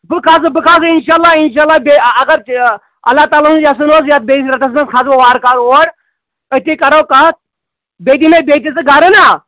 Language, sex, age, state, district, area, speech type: Kashmiri, male, 45-60, Jammu and Kashmir, Anantnag, rural, conversation